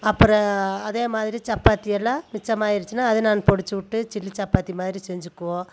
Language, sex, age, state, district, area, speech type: Tamil, female, 30-45, Tamil Nadu, Coimbatore, rural, spontaneous